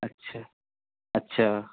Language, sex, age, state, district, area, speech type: Urdu, male, 30-45, Bihar, Purnia, rural, conversation